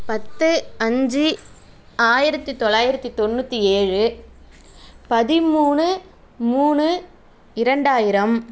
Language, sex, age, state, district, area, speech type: Tamil, female, 30-45, Tamil Nadu, Tiruvarur, urban, spontaneous